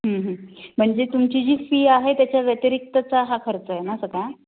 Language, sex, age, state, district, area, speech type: Marathi, female, 45-60, Maharashtra, Kolhapur, urban, conversation